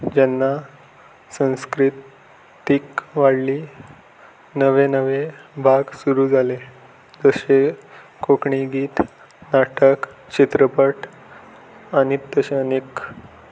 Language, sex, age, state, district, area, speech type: Goan Konkani, male, 18-30, Goa, Salcete, urban, spontaneous